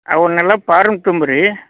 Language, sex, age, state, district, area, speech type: Kannada, male, 45-60, Karnataka, Belgaum, rural, conversation